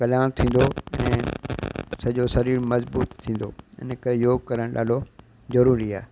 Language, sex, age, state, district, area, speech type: Sindhi, male, 60+, Gujarat, Kutch, urban, spontaneous